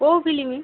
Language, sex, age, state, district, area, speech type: Odia, female, 30-45, Odisha, Jagatsinghpur, rural, conversation